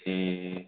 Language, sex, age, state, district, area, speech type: Punjabi, male, 30-45, Punjab, Hoshiarpur, rural, conversation